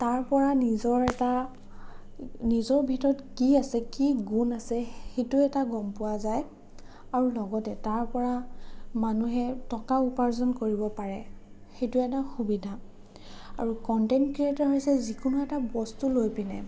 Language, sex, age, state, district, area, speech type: Assamese, female, 18-30, Assam, Sonitpur, urban, spontaneous